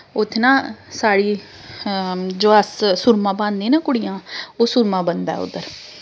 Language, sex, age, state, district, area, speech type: Dogri, female, 30-45, Jammu and Kashmir, Samba, urban, spontaneous